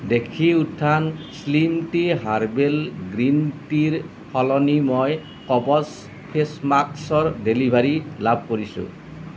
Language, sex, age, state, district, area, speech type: Assamese, male, 45-60, Assam, Nalbari, rural, read